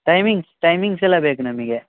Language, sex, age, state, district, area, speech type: Kannada, male, 18-30, Karnataka, Shimoga, rural, conversation